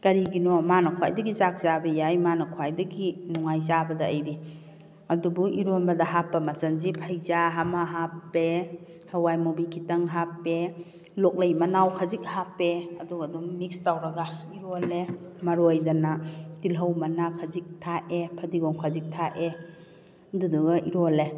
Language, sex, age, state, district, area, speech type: Manipuri, female, 45-60, Manipur, Kakching, rural, spontaneous